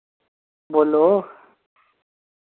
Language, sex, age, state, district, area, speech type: Dogri, male, 18-30, Jammu and Kashmir, Samba, rural, conversation